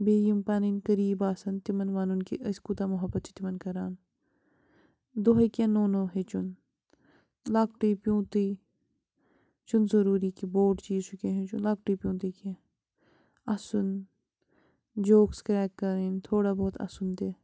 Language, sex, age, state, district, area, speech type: Kashmiri, female, 30-45, Jammu and Kashmir, Bandipora, rural, spontaneous